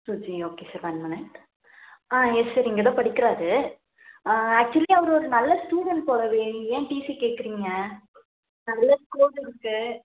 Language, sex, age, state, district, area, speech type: Tamil, female, 18-30, Tamil Nadu, Salem, rural, conversation